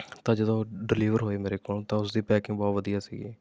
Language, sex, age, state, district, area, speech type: Punjabi, male, 18-30, Punjab, Rupnagar, rural, spontaneous